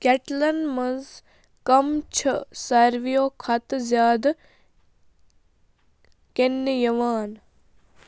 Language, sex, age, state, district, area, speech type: Kashmiri, female, 30-45, Jammu and Kashmir, Bandipora, rural, read